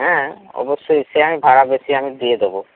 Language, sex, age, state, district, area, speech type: Bengali, male, 18-30, West Bengal, Howrah, urban, conversation